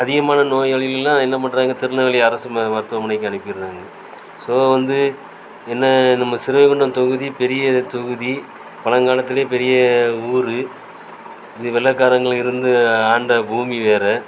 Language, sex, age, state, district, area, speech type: Tamil, male, 45-60, Tamil Nadu, Thoothukudi, rural, spontaneous